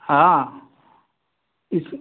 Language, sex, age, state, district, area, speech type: Hindi, male, 45-60, Uttar Pradesh, Mau, urban, conversation